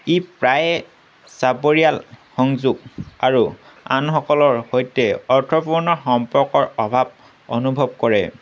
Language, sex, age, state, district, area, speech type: Assamese, male, 18-30, Assam, Tinsukia, urban, spontaneous